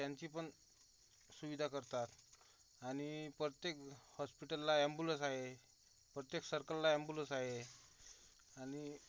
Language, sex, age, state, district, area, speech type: Marathi, male, 30-45, Maharashtra, Akola, urban, spontaneous